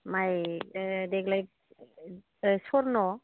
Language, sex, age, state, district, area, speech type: Bodo, female, 45-60, Assam, Udalguri, rural, conversation